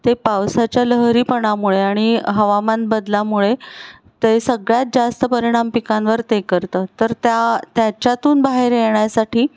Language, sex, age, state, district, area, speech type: Marathi, female, 45-60, Maharashtra, Pune, urban, spontaneous